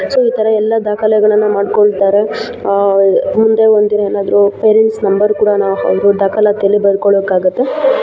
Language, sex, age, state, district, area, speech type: Kannada, female, 18-30, Karnataka, Kolar, rural, spontaneous